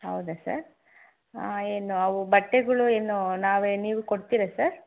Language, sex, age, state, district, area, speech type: Kannada, female, 18-30, Karnataka, Davanagere, rural, conversation